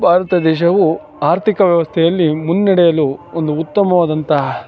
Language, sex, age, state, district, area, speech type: Kannada, male, 45-60, Karnataka, Chikkamagaluru, rural, spontaneous